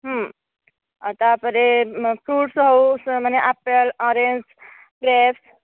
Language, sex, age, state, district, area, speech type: Odia, female, 18-30, Odisha, Nayagarh, rural, conversation